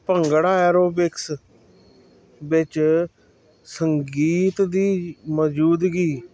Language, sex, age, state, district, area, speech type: Punjabi, male, 45-60, Punjab, Hoshiarpur, urban, spontaneous